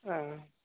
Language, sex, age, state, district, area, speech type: Maithili, male, 18-30, Bihar, Begusarai, rural, conversation